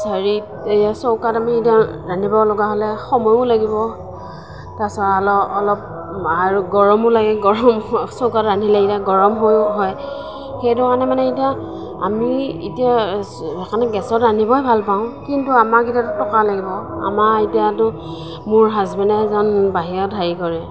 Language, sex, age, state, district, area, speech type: Assamese, female, 45-60, Assam, Morigaon, rural, spontaneous